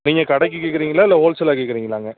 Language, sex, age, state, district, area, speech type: Tamil, male, 45-60, Tamil Nadu, Madurai, rural, conversation